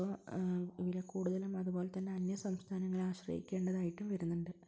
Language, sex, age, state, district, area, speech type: Malayalam, female, 30-45, Kerala, Wayanad, rural, spontaneous